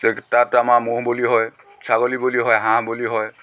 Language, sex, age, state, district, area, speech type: Assamese, male, 45-60, Assam, Dhemaji, rural, spontaneous